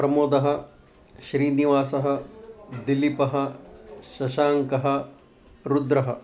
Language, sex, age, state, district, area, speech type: Sanskrit, male, 60+, Maharashtra, Wardha, urban, spontaneous